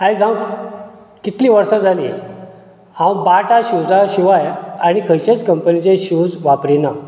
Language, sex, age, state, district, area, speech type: Goan Konkani, male, 45-60, Goa, Bardez, rural, spontaneous